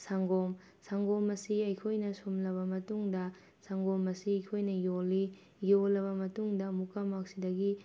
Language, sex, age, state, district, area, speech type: Manipuri, female, 30-45, Manipur, Tengnoupal, urban, spontaneous